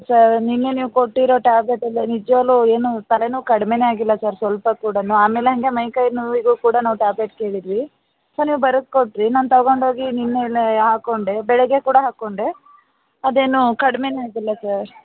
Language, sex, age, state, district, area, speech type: Kannada, female, 30-45, Karnataka, Bangalore Urban, rural, conversation